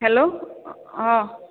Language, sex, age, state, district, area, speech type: Assamese, female, 30-45, Assam, Goalpara, urban, conversation